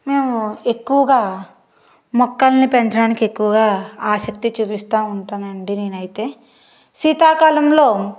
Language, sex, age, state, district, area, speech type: Telugu, female, 18-30, Andhra Pradesh, Palnadu, urban, spontaneous